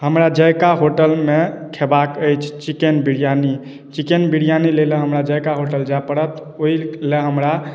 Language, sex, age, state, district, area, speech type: Maithili, male, 30-45, Bihar, Madhubani, urban, spontaneous